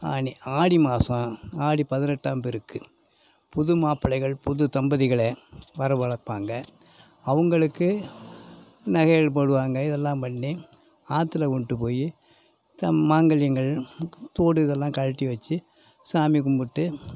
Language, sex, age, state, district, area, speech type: Tamil, male, 60+, Tamil Nadu, Thanjavur, rural, spontaneous